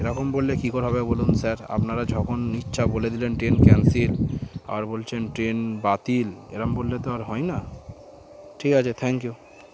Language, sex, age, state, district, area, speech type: Bengali, male, 18-30, West Bengal, Darjeeling, urban, spontaneous